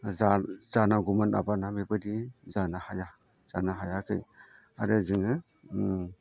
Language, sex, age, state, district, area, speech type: Bodo, male, 45-60, Assam, Chirang, rural, spontaneous